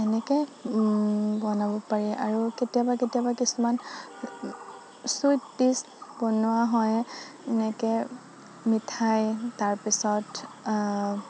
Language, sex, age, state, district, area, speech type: Assamese, female, 30-45, Assam, Nagaon, rural, spontaneous